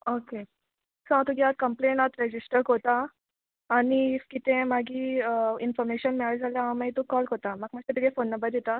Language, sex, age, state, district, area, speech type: Goan Konkani, female, 18-30, Goa, Quepem, rural, conversation